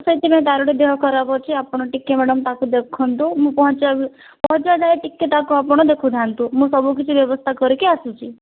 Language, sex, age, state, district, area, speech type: Odia, female, 45-60, Odisha, Kandhamal, rural, conversation